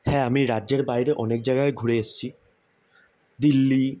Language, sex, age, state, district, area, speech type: Bengali, male, 18-30, West Bengal, South 24 Parganas, urban, spontaneous